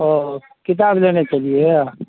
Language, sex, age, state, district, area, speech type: Maithili, male, 45-60, Bihar, Madhubani, rural, conversation